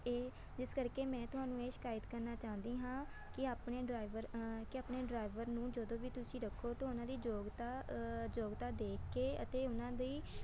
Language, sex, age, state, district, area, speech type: Punjabi, female, 18-30, Punjab, Shaheed Bhagat Singh Nagar, urban, spontaneous